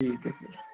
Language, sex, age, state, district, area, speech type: Punjabi, male, 30-45, Punjab, Barnala, rural, conversation